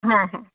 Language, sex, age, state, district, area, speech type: Bengali, female, 18-30, West Bengal, South 24 Parganas, rural, conversation